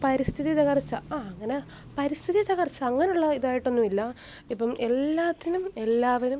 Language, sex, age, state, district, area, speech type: Malayalam, female, 18-30, Kerala, Alappuzha, rural, spontaneous